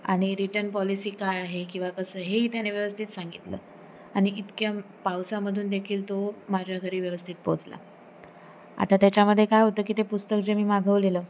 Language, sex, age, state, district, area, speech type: Marathi, female, 18-30, Maharashtra, Sindhudurg, rural, spontaneous